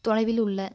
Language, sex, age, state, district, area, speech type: Tamil, female, 18-30, Tamil Nadu, Coimbatore, rural, read